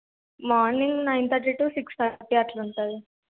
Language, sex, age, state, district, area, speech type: Telugu, female, 18-30, Telangana, Suryapet, urban, conversation